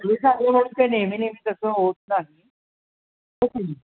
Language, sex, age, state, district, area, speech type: Marathi, female, 60+, Maharashtra, Mumbai Suburban, urban, conversation